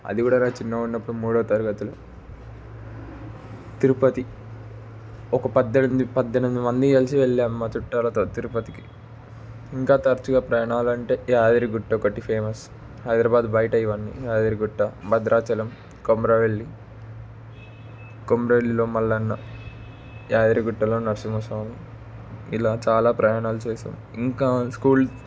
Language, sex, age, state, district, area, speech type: Telugu, male, 30-45, Telangana, Ranga Reddy, urban, spontaneous